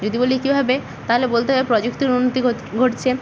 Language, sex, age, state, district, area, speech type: Bengali, female, 30-45, West Bengal, Nadia, rural, spontaneous